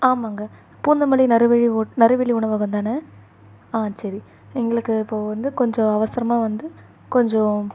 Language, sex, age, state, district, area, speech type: Tamil, female, 18-30, Tamil Nadu, Chennai, urban, spontaneous